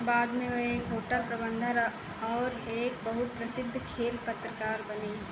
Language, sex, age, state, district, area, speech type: Hindi, female, 45-60, Uttar Pradesh, Ayodhya, rural, read